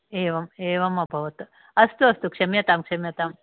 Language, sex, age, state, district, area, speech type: Sanskrit, female, 60+, Karnataka, Uttara Kannada, urban, conversation